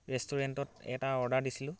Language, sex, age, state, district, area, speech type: Assamese, male, 45-60, Assam, Dhemaji, rural, spontaneous